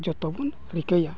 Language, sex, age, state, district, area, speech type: Santali, male, 45-60, Odisha, Mayurbhanj, rural, spontaneous